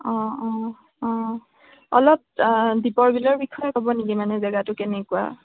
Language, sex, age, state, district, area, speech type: Assamese, female, 18-30, Assam, Morigaon, rural, conversation